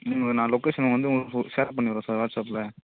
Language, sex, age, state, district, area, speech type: Tamil, male, 18-30, Tamil Nadu, Kallakurichi, rural, conversation